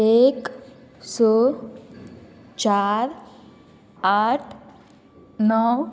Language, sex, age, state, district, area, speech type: Goan Konkani, female, 18-30, Goa, Murmgao, rural, read